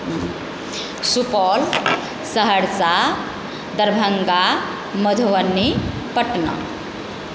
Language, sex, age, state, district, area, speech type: Maithili, male, 45-60, Bihar, Supaul, rural, spontaneous